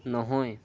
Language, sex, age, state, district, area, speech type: Assamese, male, 18-30, Assam, Lakhimpur, rural, read